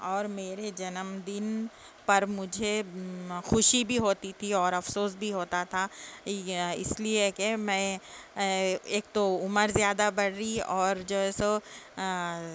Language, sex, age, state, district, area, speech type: Urdu, female, 60+, Telangana, Hyderabad, urban, spontaneous